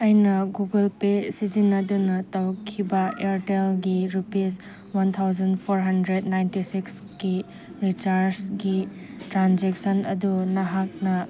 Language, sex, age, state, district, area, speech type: Manipuri, female, 30-45, Manipur, Chandel, rural, read